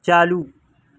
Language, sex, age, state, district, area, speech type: Urdu, male, 45-60, Telangana, Hyderabad, urban, read